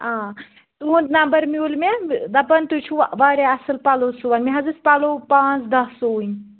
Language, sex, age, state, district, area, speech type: Kashmiri, female, 18-30, Jammu and Kashmir, Pulwama, rural, conversation